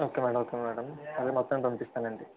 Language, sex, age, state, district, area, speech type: Telugu, male, 60+, Andhra Pradesh, Kakinada, rural, conversation